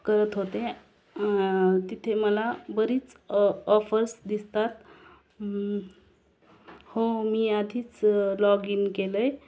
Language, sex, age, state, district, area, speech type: Marathi, female, 18-30, Maharashtra, Beed, rural, spontaneous